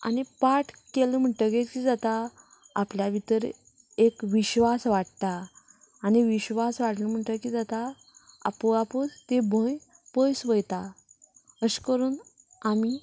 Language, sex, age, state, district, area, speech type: Goan Konkani, female, 30-45, Goa, Canacona, rural, spontaneous